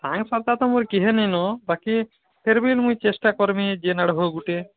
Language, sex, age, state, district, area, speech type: Odia, male, 18-30, Odisha, Balangir, urban, conversation